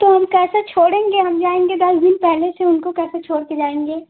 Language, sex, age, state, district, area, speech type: Hindi, female, 18-30, Uttar Pradesh, Jaunpur, urban, conversation